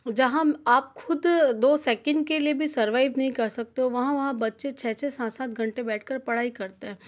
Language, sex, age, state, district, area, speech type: Hindi, female, 30-45, Rajasthan, Jodhpur, urban, spontaneous